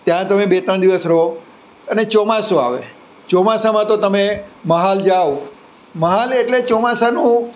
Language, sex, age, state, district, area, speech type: Gujarati, male, 60+, Gujarat, Surat, urban, spontaneous